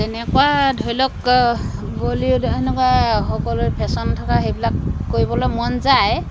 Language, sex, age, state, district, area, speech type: Assamese, female, 60+, Assam, Dibrugarh, rural, spontaneous